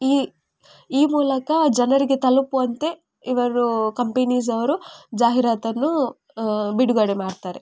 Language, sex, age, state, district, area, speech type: Kannada, female, 18-30, Karnataka, Udupi, rural, spontaneous